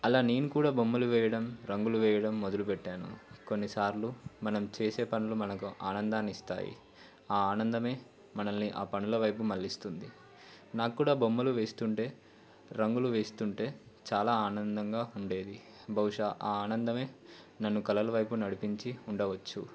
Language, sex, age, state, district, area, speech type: Telugu, male, 18-30, Telangana, Komaram Bheem, urban, spontaneous